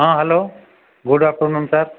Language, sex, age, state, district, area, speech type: Odia, male, 45-60, Odisha, Koraput, urban, conversation